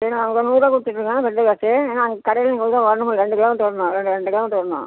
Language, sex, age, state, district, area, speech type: Tamil, female, 60+, Tamil Nadu, Namakkal, rural, conversation